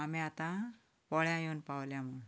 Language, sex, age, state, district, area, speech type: Goan Konkani, female, 45-60, Goa, Canacona, rural, spontaneous